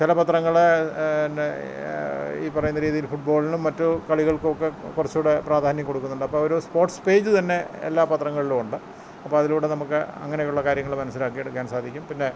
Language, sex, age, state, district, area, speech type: Malayalam, male, 60+, Kerala, Kottayam, rural, spontaneous